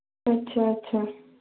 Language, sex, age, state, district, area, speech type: Dogri, female, 18-30, Jammu and Kashmir, Samba, urban, conversation